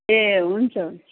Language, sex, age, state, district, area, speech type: Nepali, female, 60+, West Bengal, Kalimpong, rural, conversation